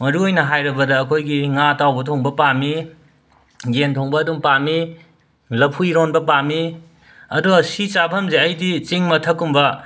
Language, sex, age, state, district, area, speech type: Manipuri, male, 45-60, Manipur, Imphal West, rural, spontaneous